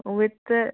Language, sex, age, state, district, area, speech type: Sindhi, female, 30-45, Gujarat, Surat, urban, conversation